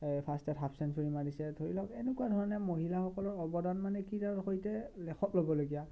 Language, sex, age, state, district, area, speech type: Assamese, male, 18-30, Assam, Morigaon, rural, spontaneous